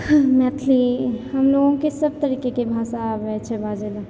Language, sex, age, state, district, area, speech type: Maithili, female, 30-45, Bihar, Purnia, rural, spontaneous